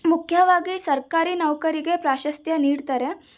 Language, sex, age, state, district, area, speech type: Kannada, female, 18-30, Karnataka, Shimoga, rural, spontaneous